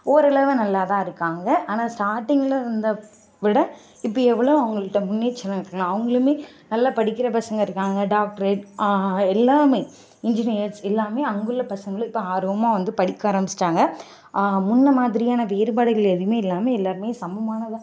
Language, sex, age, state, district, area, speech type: Tamil, female, 18-30, Tamil Nadu, Kanchipuram, urban, spontaneous